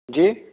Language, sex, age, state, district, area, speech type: Urdu, male, 18-30, Uttar Pradesh, Saharanpur, urban, conversation